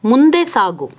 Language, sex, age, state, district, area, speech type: Kannada, female, 30-45, Karnataka, Davanagere, urban, read